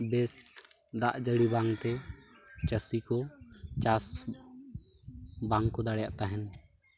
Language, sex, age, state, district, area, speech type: Santali, male, 18-30, West Bengal, Purulia, rural, spontaneous